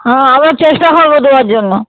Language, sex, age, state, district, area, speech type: Bengali, female, 30-45, West Bengal, Uttar Dinajpur, urban, conversation